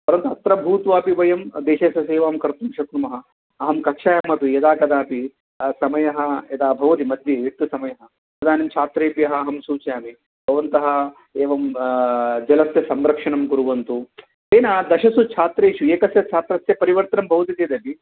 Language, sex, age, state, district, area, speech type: Sanskrit, male, 30-45, Telangana, Nizamabad, urban, conversation